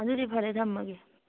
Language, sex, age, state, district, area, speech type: Manipuri, female, 30-45, Manipur, Tengnoupal, urban, conversation